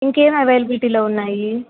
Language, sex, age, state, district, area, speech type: Telugu, female, 18-30, Andhra Pradesh, Nellore, rural, conversation